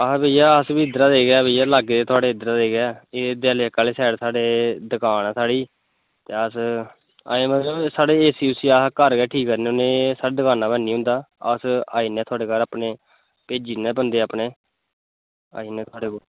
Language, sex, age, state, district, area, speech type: Dogri, male, 18-30, Jammu and Kashmir, Kathua, rural, conversation